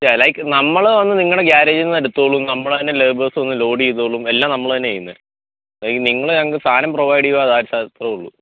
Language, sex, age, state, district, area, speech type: Malayalam, male, 30-45, Kerala, Pathanamthitta, rural, conversation